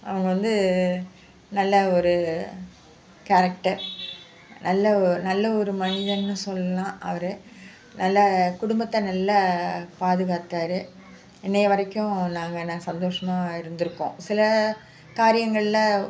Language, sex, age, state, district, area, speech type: Tamil, female, 60+, Tamil Nadu, Nagapattinam, urban, spontaneous